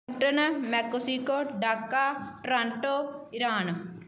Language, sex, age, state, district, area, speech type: Punjabi, female, 18-30, Punjab, Bathinda, rural, spontaneous